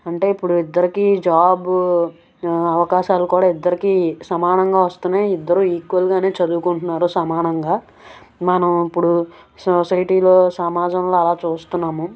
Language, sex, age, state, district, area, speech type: Telugu, female, 18-30, Andhra Pradesh, Anakapalli, urban, spontaneous